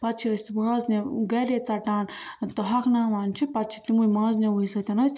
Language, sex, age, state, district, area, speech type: Kashmiri, female, 18-30, Jammu and Kashmir, Baramulla, rural, spontaneous